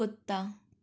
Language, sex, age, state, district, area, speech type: Hindi, female, 18-30, Madhya Pradesh, Gwalior, urban, read